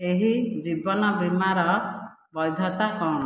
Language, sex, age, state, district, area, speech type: Odia, female, 45-60, Odisha, Khordha, rural, read